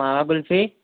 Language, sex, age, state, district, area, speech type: Gujarati, male, 18-30, Gujarat, Kheda, rural, conversation